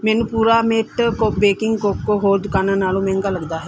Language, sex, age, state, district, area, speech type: Punjabi, female, 30-45, Punjab, Mansa, urban, read